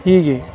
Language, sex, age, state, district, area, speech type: Kannada, male, 45-60, Karnataka, Chikkamagaluru, rural, spontaneous